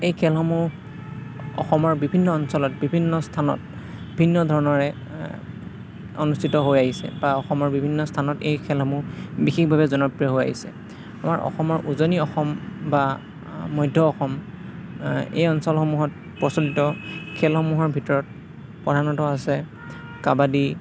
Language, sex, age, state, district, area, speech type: Assamese, male, 30-45, Assam, Morigaon, rural, spontaneous